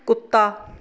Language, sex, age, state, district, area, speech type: Punjabi, female, 30-45, Punjab, Shaheed Bhagat Singh Nagar, urban, read